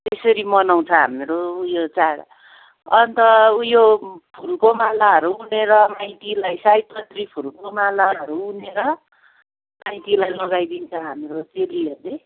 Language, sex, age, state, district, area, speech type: Nepali, female, 45-60, West Bengal, Kalimpong, rural, conversation